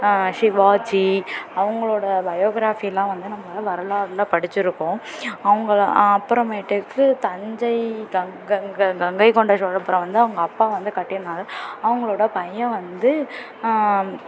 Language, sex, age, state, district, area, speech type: Tamil, female, 18-30, Tamil Nadu, Perambalur, rural, spontaneous